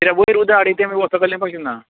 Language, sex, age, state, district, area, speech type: Goan Konkani, male, 45-60, Goa, Canacona, rural, conversation